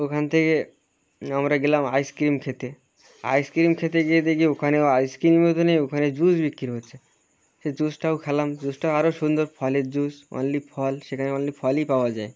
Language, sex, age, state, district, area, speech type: Bengali, male, 30-45, West Bengal, Birbhum, urban, spontaneous